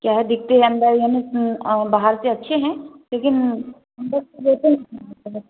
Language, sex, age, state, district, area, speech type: Hindi, female, 30-45, Madhya Pradesh, Balaghat, rural, conversation